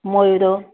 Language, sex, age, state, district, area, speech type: Odia, female, 45-60, Odisha, Sambalpur, rural, conversation